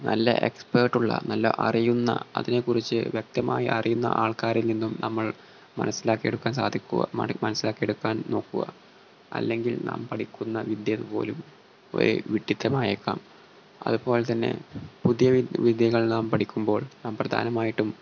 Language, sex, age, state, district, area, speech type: Malayalam, male, 18-30, Kerala, Malappuram, rural, spontaneous